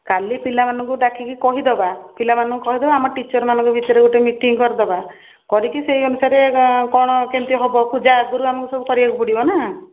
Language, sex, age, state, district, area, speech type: Odia, female, 60+, Odisha, Puri, urban, conversation